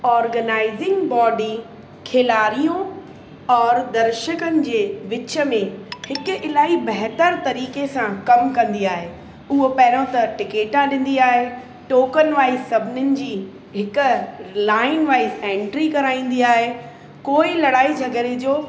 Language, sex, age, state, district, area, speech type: Sindhi, female, 45-60, Uttar Pradesh, Lucknow, urban, spontaneous